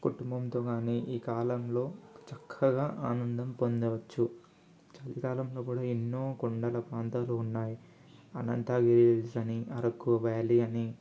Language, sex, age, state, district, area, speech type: Telugu, male, 18-30, Telangana, Ranga Reddy, urban, spontaneous